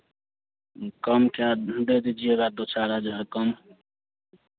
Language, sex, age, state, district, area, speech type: Hindi, male, 30-45, Bihar, Madhepura, rural, conversation